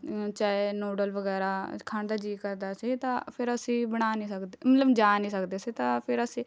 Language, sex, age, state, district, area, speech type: Punjabi, female, 18-30, Punjab, Shaheed Bhagat Singh Nagar, rural, spontaneous